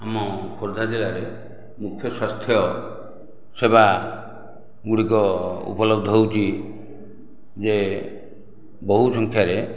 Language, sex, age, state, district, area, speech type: Odia, male, 60+, Odisha, Khordha, rural, spontaneous